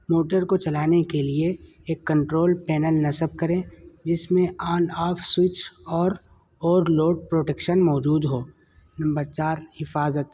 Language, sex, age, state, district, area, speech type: Urdu, male, 30-45, Uttar Pradesh, Muzaffarnagar, urban, spontaneous